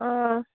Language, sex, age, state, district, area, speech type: Assamese, female, 18-30, Assam, Barpeta, rural, conversation